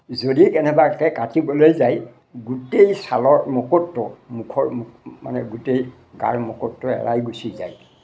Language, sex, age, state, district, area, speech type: Assamese, male, 60+, Assam, Majuli, urban, spontaneous